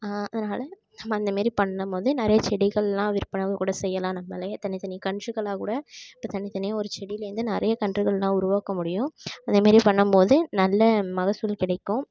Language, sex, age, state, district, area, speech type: Tamil, female, 18-30, Tamil Nadu, Tiruvarur, rural, spontaneous